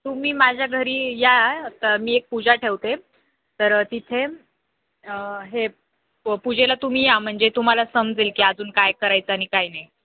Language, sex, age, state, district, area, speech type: Marathi, female, 18-30, Maharashtra, Jalna, urban, conversation